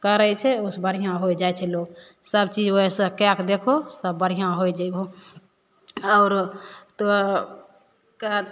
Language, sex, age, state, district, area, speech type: Maithili, female, 18-30, Bihar, Begusarai, rural, spontaneous